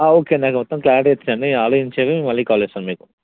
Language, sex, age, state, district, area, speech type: Telugu, male, 45-60, Telangana, Peddapalli, urban, conversation